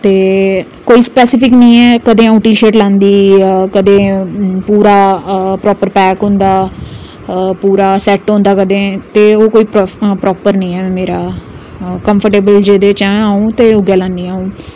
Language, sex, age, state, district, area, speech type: Dogri, female, 30-45, Jammu and Kashmir, Udhampur, urban, spontaneous